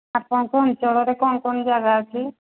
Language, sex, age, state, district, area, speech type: Odia, female, 45-60, Odisha, Angul, rural, conversation